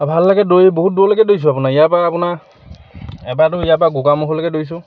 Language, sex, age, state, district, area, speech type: Assamese, male, 18-30, Assam, Lakhimpur, rural, spontaneous